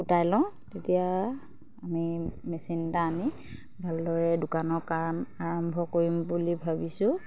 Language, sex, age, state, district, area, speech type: Assamese, female, 30-45, Assam, Charaideo, rural, spontaneous